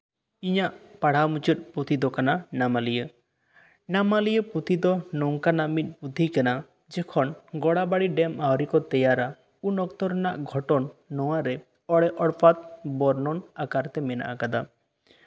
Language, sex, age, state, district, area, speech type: Santali, male, 18-30, West Bengal, Bankura, rural, spontaneous